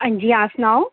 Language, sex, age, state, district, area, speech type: Dogri, female, 30-45, Jammu and Kashmir, Reasi, urban, conversation